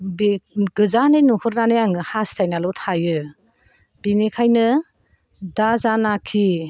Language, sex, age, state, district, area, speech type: Bodo, female, 45-60, Assam, Chirang, rural, spontaneous